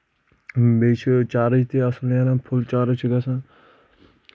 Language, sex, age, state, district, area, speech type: Kashmiri, male, 30-45, Jammu and Kashmir, Kulgam, rural, spontaneous